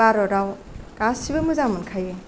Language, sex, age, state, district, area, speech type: Bodo, female, 45-60, Assam, Kokrajhar, urban, spontaneous